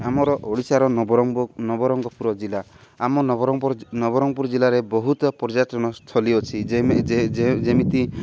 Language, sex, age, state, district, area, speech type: Odia, male, 30-45, Odisha, Nabarangpur, urban, spontaneous